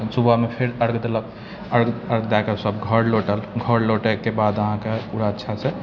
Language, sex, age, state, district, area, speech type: Maithili, male, 60+, Bihar, Purnia, rural, spontaneous